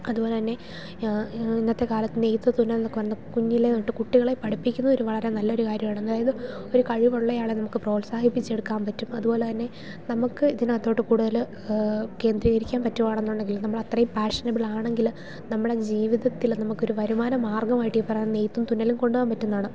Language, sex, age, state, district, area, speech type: Malayalam, female, 30-45, Kerala, Idukki, rural, spontaneous